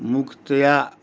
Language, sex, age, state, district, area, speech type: Maithili, male, 60+, Bihar, Madhubani, rural, spontaneous